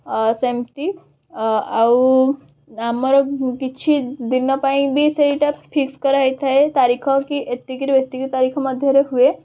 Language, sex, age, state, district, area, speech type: Odia, female, 18-30, Odisha, Cuttack, urban, spontaneous